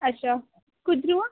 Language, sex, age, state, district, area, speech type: Dogri, female, 18-30, Jammu and Kashmir, Jammu, rural, conversation